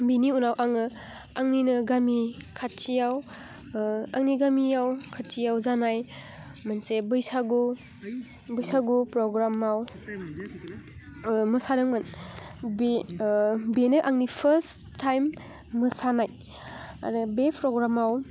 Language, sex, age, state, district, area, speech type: Bodo, female, 18-30, Assam, Udalguri, urban, spontaneous